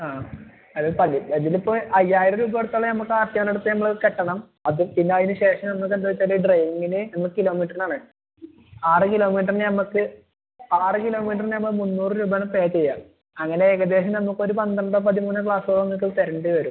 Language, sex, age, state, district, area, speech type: Malayalam, male, 30-45, Kerala, Malappuram, rural, conversation